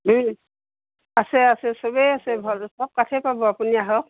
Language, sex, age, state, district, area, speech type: Assamese, female, 60+, Assam, Dibrugarh, rural, conversation